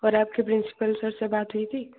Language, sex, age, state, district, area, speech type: Hindi, other, 45-60, Madhya Pradesh, Bhopal, urban, conversation